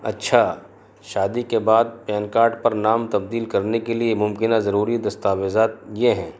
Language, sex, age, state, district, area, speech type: Urdu, male, 30-45, Delhi, North East Delhi, urban, spontaneous